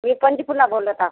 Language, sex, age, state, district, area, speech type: Marathi, female, 45-60, Maharashtra, Washim, rural, conversation